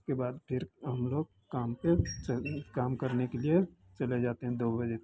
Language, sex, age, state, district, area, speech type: Hindi, male, 60+, Bihar, Madhepura, rural, spontaneous